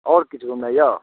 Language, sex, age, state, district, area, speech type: Maithili, male, 30-45, Bihar, Darbhanga, rural, conversation